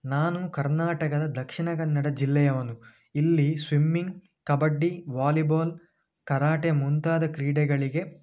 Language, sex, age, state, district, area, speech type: Kannada, male, 18-30, Karnataka, Dakshina Kannada, urban, spontaneous